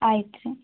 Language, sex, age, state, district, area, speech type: Kannada, female, 18-30, Karnataka, Gulbarga, urban, conversation